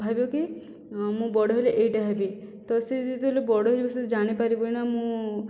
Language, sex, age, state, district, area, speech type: Odia, female, 18-30, Odisha, Boudh, rural, spontaneous